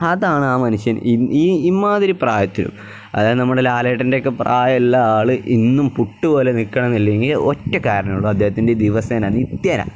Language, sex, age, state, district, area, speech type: Malayalam, male, 18-30, Kerala, Kozhikode, rural, spontaneous